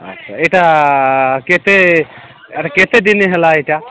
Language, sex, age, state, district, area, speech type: Odia, male, 45-60, Odisha, Nabarangpur, rural, conversation